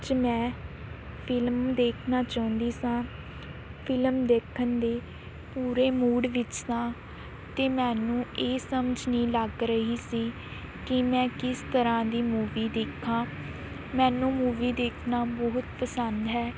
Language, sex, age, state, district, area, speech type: Punjabi, female, 18-30, Punjab, Fazilka, rural, spontaneous